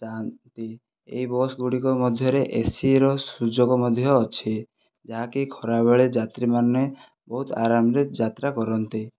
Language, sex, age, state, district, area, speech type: Odia, male, 30-45, Odisha, Kandhamal, rural, spontaneous